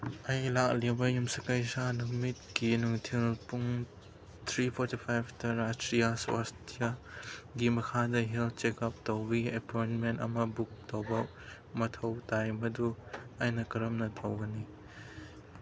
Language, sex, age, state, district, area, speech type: Manipuri, male, 30-45, Manipur, Chandel, rural, read